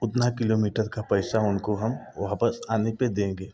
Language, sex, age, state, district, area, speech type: Hindi, male, 45-60, Uttar Pradesh, Prayagraj, rural, spontaneous